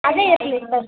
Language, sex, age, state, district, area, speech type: Kannada, female, 18-30, Karnataka, Chitradurga, rural, conversation